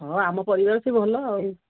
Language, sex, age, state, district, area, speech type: Odia, female, 45-60, Odisha, Angul, rural, conversation